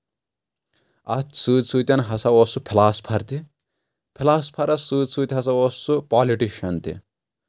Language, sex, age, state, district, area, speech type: Kashmiri, male, 18-30, Jammu and Kashmir, Anantnag, rural, spontaneous